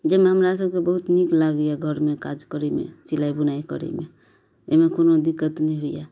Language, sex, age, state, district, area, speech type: Maithili, female, 30-45, Bihar, Madhubani, rural, spontaneous